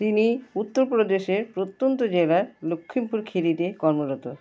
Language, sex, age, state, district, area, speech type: Bengali, female, 45-60, West Bengal, Alipurduar, rural, read